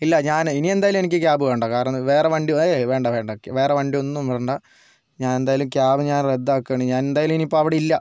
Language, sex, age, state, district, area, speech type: Malayalam, female, 18-30, Kerala, Wayanad, rural, spontaneous